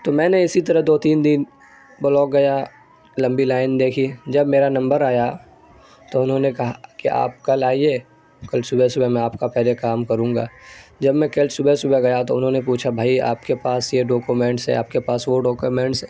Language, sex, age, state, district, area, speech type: Urdu, male, 18-30, Bihar, Saharsa, urban, spontaneous